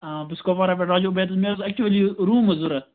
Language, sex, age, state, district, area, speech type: Kashmiri, male, 18-30, Jammu and Kashmir, Kupwara, rural, conversation